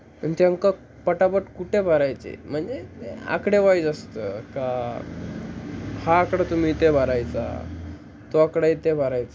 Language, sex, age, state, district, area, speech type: Marathi, male, 18-30, Maharashtra, Ahmednagar, rural, spontaneous